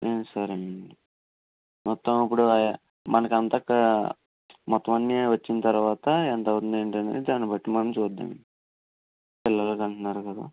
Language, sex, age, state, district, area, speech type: Telugu, male, 18-30, Andhra Pradesh, Eluru, urban, conversation